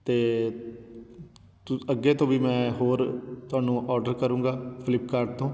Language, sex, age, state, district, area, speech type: Punjabi, male, 30-45, Punjab, Patiala, urban, spontaneous